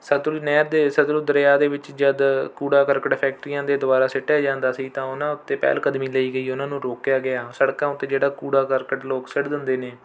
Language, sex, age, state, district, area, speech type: Punjabi, male, 18-30, Punjab, Rupnagar, urban, spontaneous